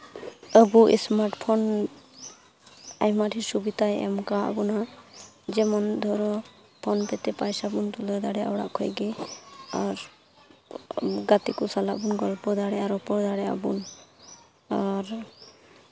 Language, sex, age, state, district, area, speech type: Santali, female, 18-30, West Bengal, Malda, rural, spontaneous